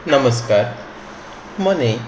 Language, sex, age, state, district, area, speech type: Gujarati, male, 30-45, Gujarat, Anand, urban, spontaneous